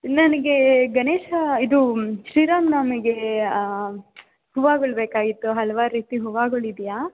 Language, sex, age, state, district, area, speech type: Kannada, female, 18-30, Karnataka, Chikkaballapur, rural, conversation